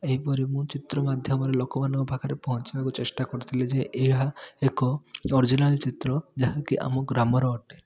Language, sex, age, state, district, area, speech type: Odia, male, 18-30, Odisha, Rayagada, urban, spontaneous